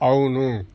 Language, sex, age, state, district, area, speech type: Telugu, male, 60+, Andhra Pradesh, Sri Balaji, urban, read